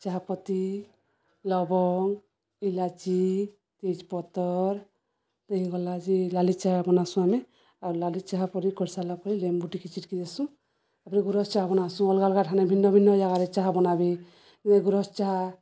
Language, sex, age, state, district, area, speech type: Odia, female, 45-60, Odisha, Balangir, urban, spontaneous